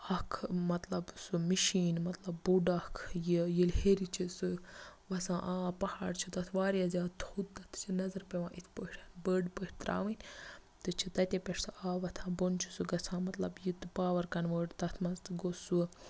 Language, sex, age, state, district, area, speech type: Kashmiri, female, 18-30, Jammu and Kashmir, Baramulla, rural, spontaneous